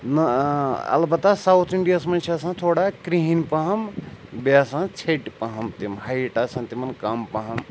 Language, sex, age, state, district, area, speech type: Kashmiri, male, 45-60, Jammu and Kashmir, Srinagar, urban, spontaneous